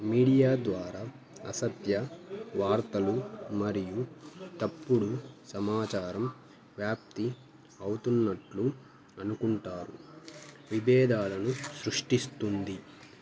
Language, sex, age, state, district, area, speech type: Telugu, male, 18-30, Andhra Pradesh, Annamaya, rural, spontaneous